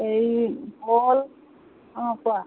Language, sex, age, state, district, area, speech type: Assamese, female, 45-60, Assam, Lakhimpur, rural, conversation